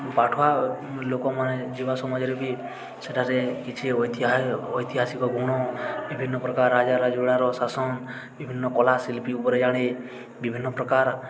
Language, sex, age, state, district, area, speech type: Odia, male, 18-30, Odisha, Balangir, urban, spontaneous